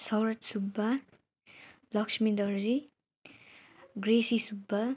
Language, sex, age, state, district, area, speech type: Nepali, female, 30-45, West Bengal, Darjeeling, rural, spontaneous